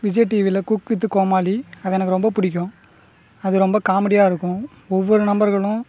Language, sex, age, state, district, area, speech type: Tamil, male, 18-30, Tamil Nadu, Cuddalore, rural, spontaneous